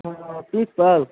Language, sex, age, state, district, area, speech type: Urdu, male, 30-45, Uttar Pradesh, Mau, urban, conversation